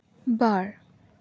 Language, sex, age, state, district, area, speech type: Santali, female, 18-30, West Bengal, Paschim Bardhaman, rural, read